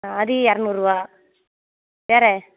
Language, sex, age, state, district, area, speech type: Tamil, female, 30-45, Tamil Nadu, Thoothukudi, rural, conversation